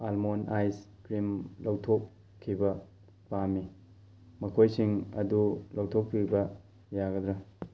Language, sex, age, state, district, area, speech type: Manipuri, male, 18-30, Manipur, Thoubal, rural, read